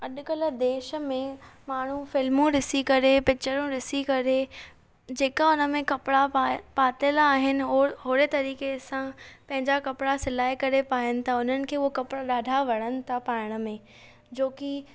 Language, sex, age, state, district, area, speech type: Sindhi, female, 18-30, Maharashtra, Thane, urban, spontaneous